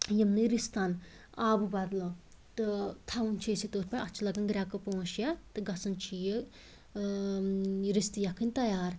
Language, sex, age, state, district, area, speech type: Kashmiri, female, 30-45, Jammu and Kashmir, Anantnag, rural, spontaneous